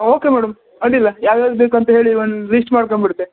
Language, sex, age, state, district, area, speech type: Kannada, male, 30-45, Karnataka, Uttara Kannada, rural, conversation